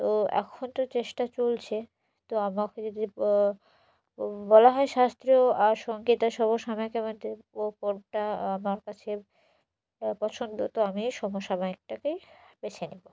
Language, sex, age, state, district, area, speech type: Bengali, female, 18-30, West Bengal, Murshidabad, urban, spontaneous